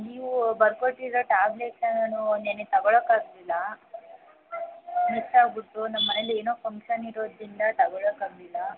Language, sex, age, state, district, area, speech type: Kannada, female, 18-30, Karnataka, Chamarajanagar, rural, conversation